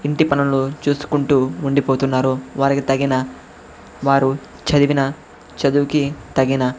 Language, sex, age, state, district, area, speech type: Telugu, male, 45-60, Andhra Pradesh, Chittoor, urban, spontaneous